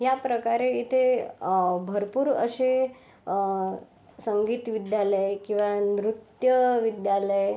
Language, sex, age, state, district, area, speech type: Marathi, female, 18-30, Maharashtra, Yavatmal, urban, spontaneous